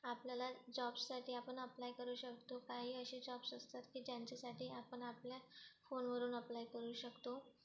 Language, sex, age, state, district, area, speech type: Marathi, female, 18-30, Maharashtra, Buldhana, rural, spontaneous